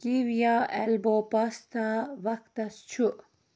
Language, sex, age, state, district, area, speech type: Kashmiri, female, 30-45, Jammu and Kashmir, Budgam, rural, read